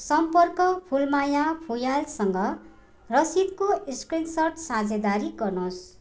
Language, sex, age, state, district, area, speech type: Nepali, female, 45-60, West Bengal, Darjeeling, rural, read